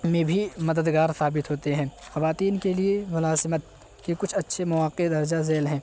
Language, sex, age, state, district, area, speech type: Urdu, male, 18-30, Uttar Pradesh, Balrampur, rural, spontaneous